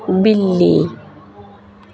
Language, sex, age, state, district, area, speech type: Dogri, female, 18-30, Jammu and Kashmir, Reasi, rural, read